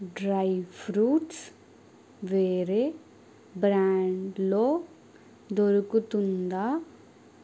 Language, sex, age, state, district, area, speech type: Telugu, female, 18-30, Andhra Pradesh, Kakinada, rural, read